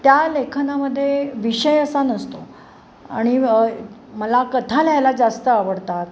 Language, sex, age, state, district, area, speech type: Marathi, female, 60+, Maharashtra, Pune, urban, spontaneous